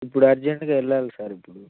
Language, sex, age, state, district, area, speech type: Telugu, male, 18-30, Telangana, Nalgonda, rural, conversation